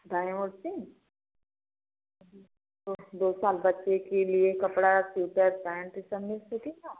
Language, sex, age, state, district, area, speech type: Hindi, female, 45-60, Uttar Pradesh, Jaunpur, rural, conversation